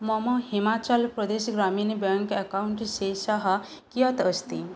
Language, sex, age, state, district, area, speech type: Sanskrit, female, 18-30, West Bengal, South 24 Parganas, rural, read